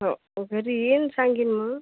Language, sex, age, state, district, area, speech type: Marathi, female, 30-45, Maharashtra, Washim, rural, conversation